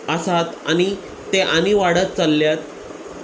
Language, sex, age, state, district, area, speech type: Goan Konkani, male, 30-45, Goa, Salcete, urban, spontaneous